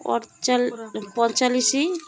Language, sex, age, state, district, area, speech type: Odia, female, 45-60, Odisha, Malkangiri, urban, spontaneous